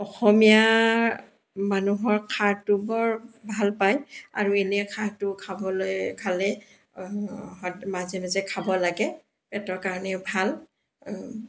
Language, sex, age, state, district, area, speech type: Assamese, female, 60+, Assam, Dibrugarh, urban, spontaneous